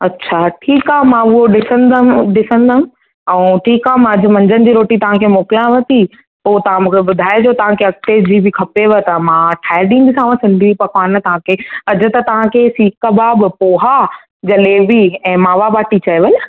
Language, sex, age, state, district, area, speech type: Sindhi, female, 45-60, Madhya Pradesh, Katni, urban, conversation